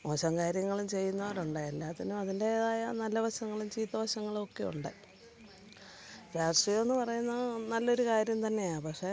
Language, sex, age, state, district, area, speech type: Malayalam, female, 45-60, Kerala, Kottayam, rural, spontaneous